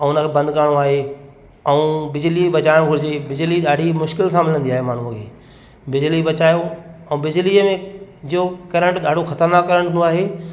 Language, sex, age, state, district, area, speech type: Sindhi, male, 30-45, Madhya Pradesh, Katni, urban, spontaneous